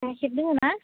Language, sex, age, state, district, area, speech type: Bodo, male, 18-30, Assam, Udalguri, rural, conversation